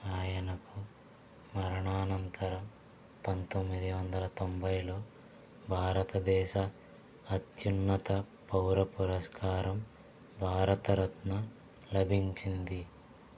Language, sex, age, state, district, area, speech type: Telugu, male, 60+, Andhra Pradesh, Konaseema, urban, read